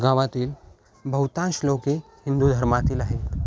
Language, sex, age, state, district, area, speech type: Marathi, male, 18-30, Maharashtra, Hingoli, urban, spontaneous